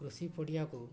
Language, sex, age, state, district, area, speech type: Odia, male, 60+, Odisha, Mayurbhanj, rural, spontaneous